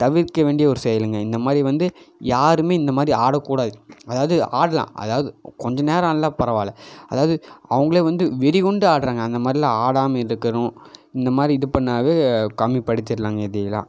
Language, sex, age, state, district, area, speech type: Tamil, male, 18-30, Tamil Nadu, Coimbatore, urban, spontaneous